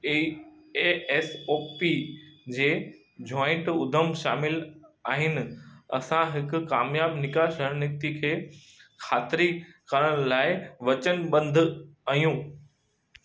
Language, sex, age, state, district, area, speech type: Sindhi, male, 30-45, Gujarat, Kutch, rural, read